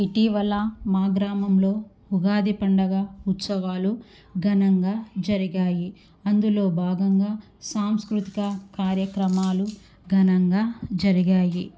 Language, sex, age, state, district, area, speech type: Telugu, female, 45-60, Andhra Pradesh, Kurnool, rural, spontaneous